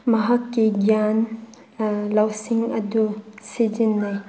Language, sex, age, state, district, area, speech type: Manipuri, female, 30-45, Manipur, Chandel, rural, spontaneous